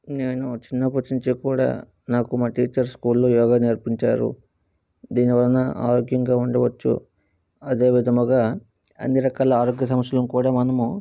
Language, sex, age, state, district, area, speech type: Telugu, male, 60+, Andhra Pradesh, Vizianagaram, rural, spontaneous